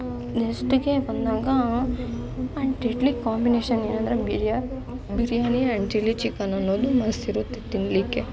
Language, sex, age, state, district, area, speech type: Kannada, female, 18-30, Karnataka, Bangalore Urban, rural, spontaneous